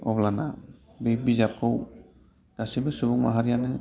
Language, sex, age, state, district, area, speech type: Bodo, male, 30-45, Assam, Udalguri, urban, spontaneous